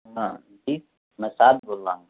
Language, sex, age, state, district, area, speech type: Urdu, female, 30-45, Uttar Pradesh, Gautam Buddha Nagar, rural, conversation